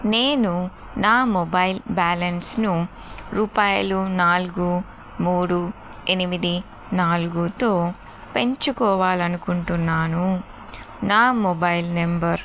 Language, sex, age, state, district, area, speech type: Telugu, female, 30-45, Telangana, Jagtial, urban, read